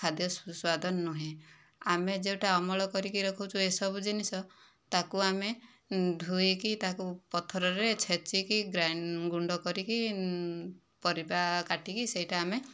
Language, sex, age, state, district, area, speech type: Odia, female, 60+, Odisha, Kandhamal, rural, spontaneous